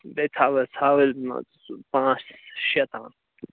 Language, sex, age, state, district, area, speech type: Kashmiri, male, 30-45, Jammu and Kashmir, Bandipora, rural, conversation